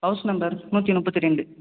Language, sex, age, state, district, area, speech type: Tamil, male, 30-45, Tamil Nadu, Cuddalore, rural, conversation